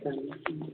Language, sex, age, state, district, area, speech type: Bodo, female, 60+, Assam, Udalguri, rural, conversation